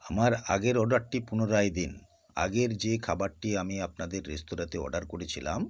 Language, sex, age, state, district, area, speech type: Bengali, male, 60+, West Bengal, South 24 Parganas, rural, spontaneous